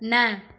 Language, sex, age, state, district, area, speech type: Sindhi, female, 30-45, Gujarat, Surat, urban, read